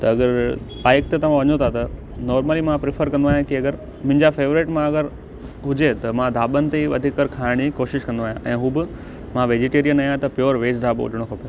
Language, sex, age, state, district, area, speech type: Sindhi, male, 18-30, Gujarat, Kutch, urban, spontaneous